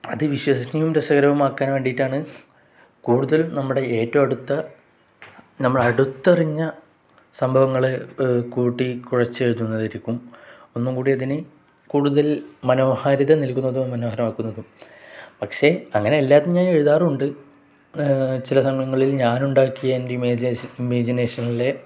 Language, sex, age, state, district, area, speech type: Malayalam, male, 18-30, Kerala, Kozhikode, rural, spontaneous